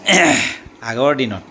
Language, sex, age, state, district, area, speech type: Assamese, male, 60+, Assam, Dibrugarh, rural, spontaneous